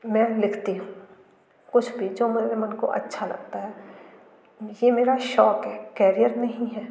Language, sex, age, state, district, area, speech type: Hindi, female, 60+, Madhya Pradesh, Gwalior, rural, spontaneous